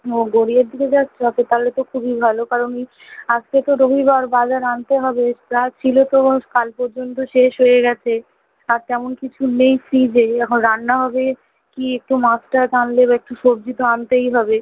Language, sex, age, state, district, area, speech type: Bengali, female, 18-30, West Bengal, Kolkata, urban, conversation